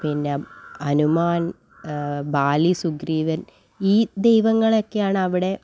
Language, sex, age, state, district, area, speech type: Malayalam, female, 18-30, Kerala, Kannur, rural, spontaneous